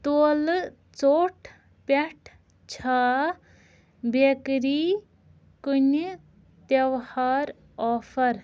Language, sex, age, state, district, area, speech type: Kashmiri, female, 18-30, Jammu and Kashmir, Ganderbal, rural, read